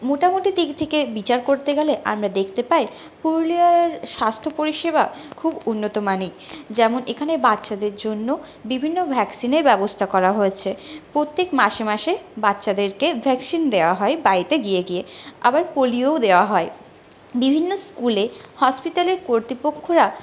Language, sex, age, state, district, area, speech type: Bengali, female, 30-45, West Bengal, Purulia, urban, spontaneous